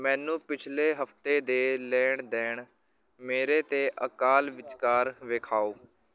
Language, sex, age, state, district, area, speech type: Punjabi, male, 18-30, Punjab, Shaheed Bhagat Singh Nagar, urban, read